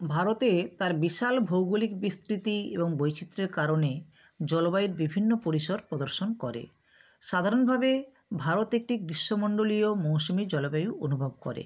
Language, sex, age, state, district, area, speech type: Bengali, female, 60+, West Bengal, Nadia, rural, spontaneous